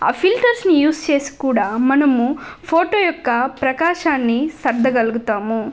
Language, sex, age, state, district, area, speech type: Telugu, female, 18-30, Andhra Pradesh, Nellore, rural, spontaneous